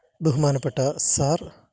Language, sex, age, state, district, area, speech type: Malayalam, male, 30-45, Kerala, Kottayam, urban, spontaneous